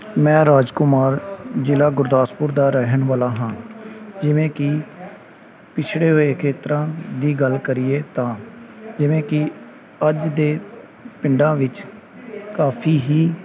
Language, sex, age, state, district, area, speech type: Punjabi, male, 30-45, Punjab, Gurdaspur, rural, spontaneous